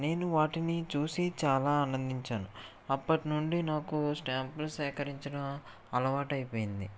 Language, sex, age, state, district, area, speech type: Telugu, male, 30-45, Andhra Pradesh, Krishna, urban, spontaneous